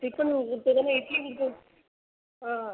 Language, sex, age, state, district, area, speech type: Tamil, female, 45-60, Tamil Nadu, Tiruchirappalli, rural, conversation